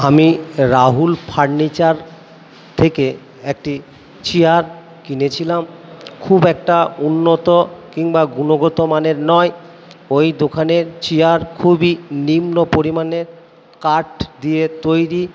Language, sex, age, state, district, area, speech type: Bengali, male, 60+, West Bengal, Purba Bardhaman, urban, spontaneous